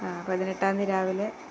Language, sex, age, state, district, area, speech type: Malayalam, female, 45-60, Kerala, Kozhikode, rural, spontaneous